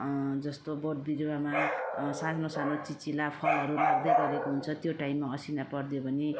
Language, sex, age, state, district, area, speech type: Nepali, female, 45-60, West Bengal, Darjeeling, rural, spontaneous